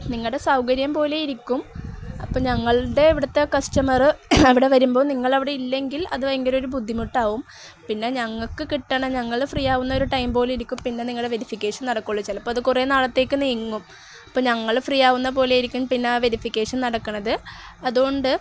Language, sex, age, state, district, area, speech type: Malayalam, female, 18-30, Kerala, Kozhikode, rural, spontaneous